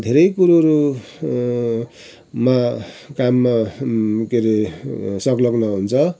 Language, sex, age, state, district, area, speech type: Nepali, male, 60+, West Bengal, Kalimpong, rural, spontaneous